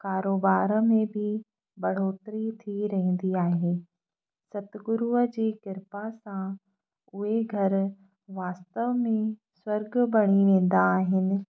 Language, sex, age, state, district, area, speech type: Sindhi, female, 30-45, Madhya Pradesh, Katni, rural, spontaneous